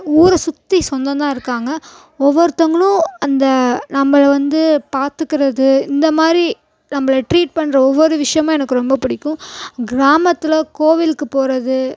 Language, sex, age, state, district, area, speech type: Tamil, female, 18-30, Tamil Nadu, Tiruchirappalli, rural, spontaneous